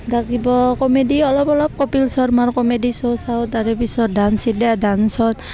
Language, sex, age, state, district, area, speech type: Assamese, female, 18-30, Assam, Barpeta, rural, spontaneous